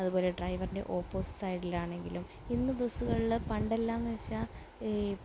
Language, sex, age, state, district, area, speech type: Malayalam, female, 18-30, Kerala, Palakkad, urban, spontaneous